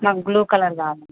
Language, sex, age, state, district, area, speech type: Telugu, female, 30-45, Telangana, Medak, urban, conversation